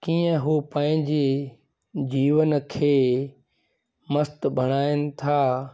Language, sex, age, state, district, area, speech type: Sindhi, male, 45-60, Gujarat, Junagadh, rural, spontaneous